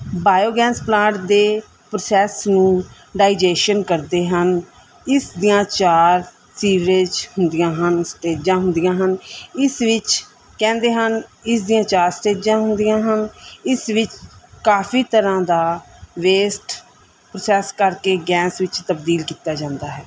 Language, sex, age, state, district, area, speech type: Punjabi, female, 30-45, Punjab, Mansa, urban, spontaneous